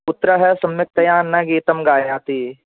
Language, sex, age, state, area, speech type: Sanskrit, male, 18-30, Rajasthan, rural, conversation